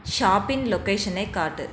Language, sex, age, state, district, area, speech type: Tamil, female, 30-45, Tamil Nadu, Tiruchirappalli, rural, read